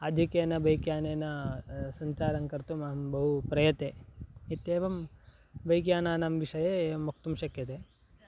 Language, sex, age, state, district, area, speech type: Sanskrit, male, 18-30, Karnataka, Chikkaballapur, rural, spontaneous